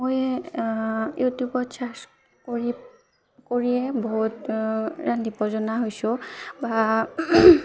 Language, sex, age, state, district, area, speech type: Assamese, female, 18-30, Assam, Barpeta, rural, spontaneous